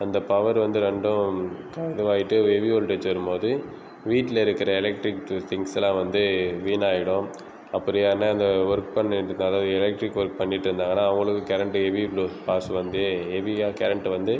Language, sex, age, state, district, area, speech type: Tamil, male, 18-30, Tamil Nadu, Viluppuram, urban, spontaneous